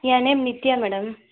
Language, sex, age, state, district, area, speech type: Tamil, female, 60+, Tamil Nadu, Sivaganga, rural, conversation